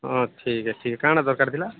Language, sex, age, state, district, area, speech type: Odia, male, 45-60, Odisha, Nuapada, urban, conversation